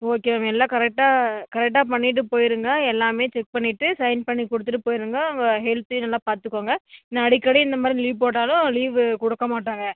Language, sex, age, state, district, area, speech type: Tamil, female, 18-30, Tamil Nadu, Coimbatore, rural, conversation